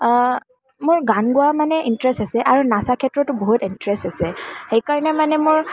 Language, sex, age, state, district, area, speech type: Assamese, female, 18-30, Assam, Kamrup Metropolitan, urban, spontaneous